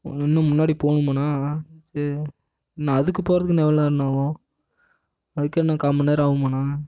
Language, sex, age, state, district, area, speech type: Tamil, male, 18-30, Tamil Nadu, Namakkal, rural, spontaneous